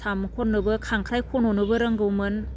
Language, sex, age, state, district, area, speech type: Bodo, female, 30-45, Assam, Baksa, rural, spontaneous